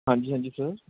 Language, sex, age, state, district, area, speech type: Punjabi, male, 30-45, Punjab, Bathinda, urban, conversation